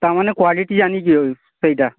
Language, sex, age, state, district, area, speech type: Odia, male, 45-60, Odisha, Nuapada, urban, conversation